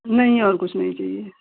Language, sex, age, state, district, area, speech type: Hindi, female, 30-45, Uttar Pradesh, Mau, rural, conversation